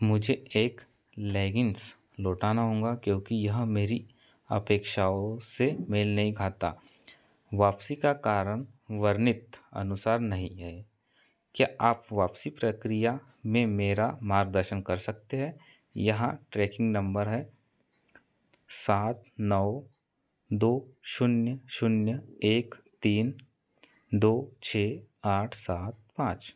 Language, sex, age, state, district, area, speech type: Hindi, male, 30-45, Madhya Pradesh, Seoni, rural, read